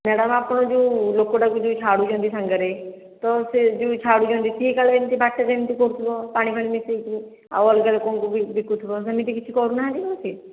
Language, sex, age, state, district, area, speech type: Odia, female, 45-60, Odisha, Khordha, rural, conversation